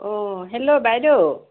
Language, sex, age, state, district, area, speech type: Assamese, female, 60+, Assam, Lakhimpur, urban, conversation